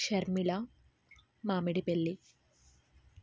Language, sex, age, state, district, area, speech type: Telugu, female, 18-30, Andhra Pradesh, N T Rama Rao, urban, spontaneous